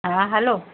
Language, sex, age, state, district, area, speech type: Urdu, female, 60+, Bihar, Gaya, urban, conversation